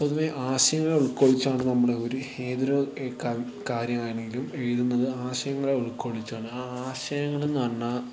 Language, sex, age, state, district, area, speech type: Malayalam, male, 18-30, Kerala, Wayanad, rural, spontaneous